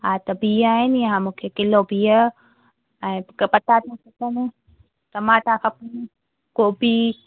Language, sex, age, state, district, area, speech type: Sindhi, female, 18-30, Gujarat, Junagadh, rural, conversation